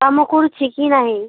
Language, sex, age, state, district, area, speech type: Odia, female, 18-30, Odisha, Malkangiri, urban, conversation